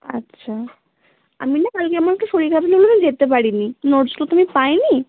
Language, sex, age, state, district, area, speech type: Bengali, female, 18-30, West Bengal, Cooch Behar, urban, conversation